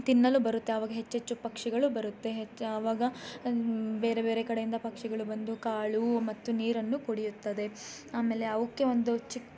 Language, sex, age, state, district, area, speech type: Kannada, female, 18-30, Karnataka, Chikkamagaluru, rural, spontaneous